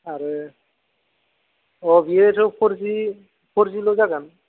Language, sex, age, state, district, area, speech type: Bodo, male, 18-30, Assam, Kokrajhar, rural, conversation